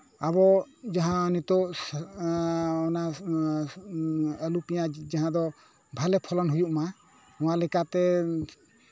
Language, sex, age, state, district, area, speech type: Santali, male, 45-60, West Bengal, Bankura, rural, spontaneous